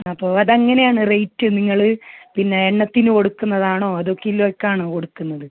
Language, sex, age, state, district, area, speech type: Malayalam, female, 45-60, Kerala, Kasaragod, rural, conversation